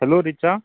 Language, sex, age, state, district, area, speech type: Goan Konkani, male, 18-30, Goa, Ponda, rural, conversation